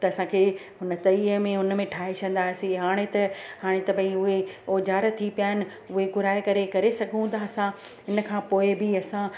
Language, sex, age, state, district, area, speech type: Sindhi, female, 45-60, Gujarat, Surat, urban, spontaneous